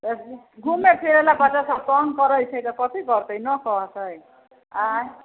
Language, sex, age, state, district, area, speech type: Maithili, female, 60+, Bihar, Sitamarhi, rural, conversation